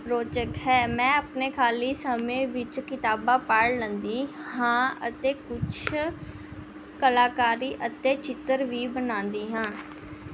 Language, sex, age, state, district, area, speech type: Punjabi, female, 18-30, Punjab, Rupnagar, rural, spontaneous